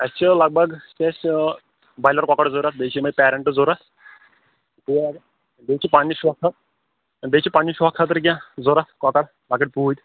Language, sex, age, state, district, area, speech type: Kashmiri, male, 18-30, Jammu and Kashmir, Kulgam, rural, conversation